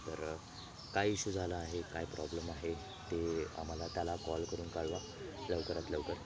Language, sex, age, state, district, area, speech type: Marathi, male, 18-30, Maharashtra, Thane, rural, spontaneous